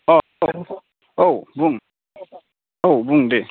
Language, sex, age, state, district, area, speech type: Bodo, male, 18-30, Assam, Baksa, rural, conversation